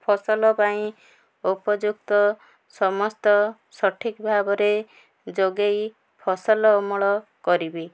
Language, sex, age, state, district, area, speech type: Odia, female, 45-60, Odisha, Ganjam, urban, spontaneous